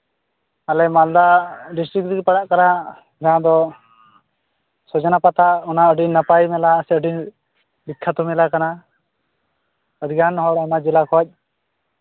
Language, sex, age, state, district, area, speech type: Santali, male, 18-30, West Bengal, Malda, rural, conversation